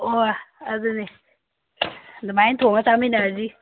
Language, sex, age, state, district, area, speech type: Manipuri, female, 18-30, Manipur, Kangpokpi, urban, conversation